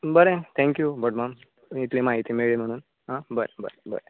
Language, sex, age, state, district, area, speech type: Goan Konkani, male, 30-45, Goa, Canacona, rural, conversation